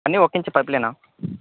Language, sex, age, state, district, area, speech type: Telugu, male, 30-45, Andhra Pradesh, Chittoor, rural, conversation